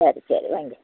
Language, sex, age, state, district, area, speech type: Tamil, female, 45-60, Tamil Nadu, Thoothukudi, rural, conversation